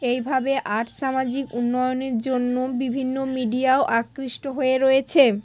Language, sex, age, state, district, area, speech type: Bengali, female, 18-30, West Bengal, Hooghly, urban, spontaneous